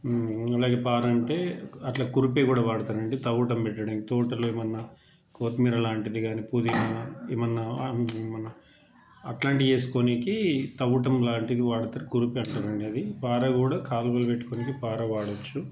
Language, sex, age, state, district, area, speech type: Telugu, male, 30-45, Telangana, Mancherial, rural, spontaneous